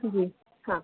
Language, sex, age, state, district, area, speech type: Hindi, female, 18-30, Madhya Pradesh, Jabalpur, urban, conversation